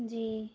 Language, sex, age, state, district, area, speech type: Urdu, female, 18-30, Bihar, Madhubani, rural, spontaneous